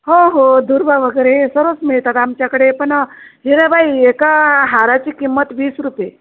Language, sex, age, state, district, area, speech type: Marathi, female, 45-60, Maharashtra, Wardha, rural, conversation